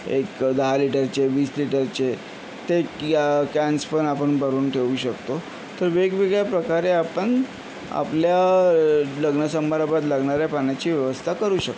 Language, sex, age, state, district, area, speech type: Marathi, male, 30-45, Maharashtra, Yavatmal, urban, spontaneous